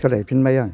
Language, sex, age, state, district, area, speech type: Bodo, male, 60+, Assam, Chirang, rural, spontaneous